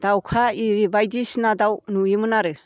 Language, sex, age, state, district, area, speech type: Bodo, female, 60+, Assam, Chirang, rural, spontaneous